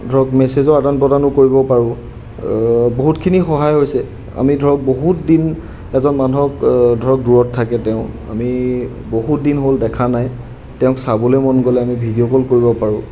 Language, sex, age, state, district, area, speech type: Assamese, male, 30-45, Assam, Golaghat, urban, spontaneous